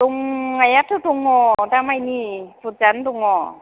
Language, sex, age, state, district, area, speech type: Bodo, female, 45-60, Assam, Chirang, rural, conversation